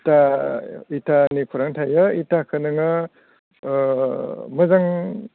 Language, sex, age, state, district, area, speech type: Bodo, male, 45-60, Assam, Udalguri, urban, conversation